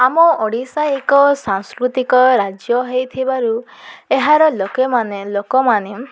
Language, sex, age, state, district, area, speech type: Odia, female, 30-45, Odisha, Koraput, urban, spontaneous